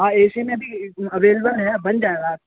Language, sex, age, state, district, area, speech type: Urdu, male, 18-30, Bihar, Supaul, rural, conversation